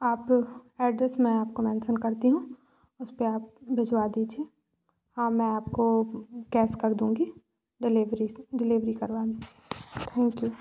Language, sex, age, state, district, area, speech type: Hindi, female, 18-30, Madhya Pradesh, Katni, urban, spontaneous